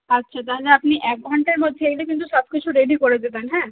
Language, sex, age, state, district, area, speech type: Bengali, female, 30-45, West Bengal, Purulia, urban, conversation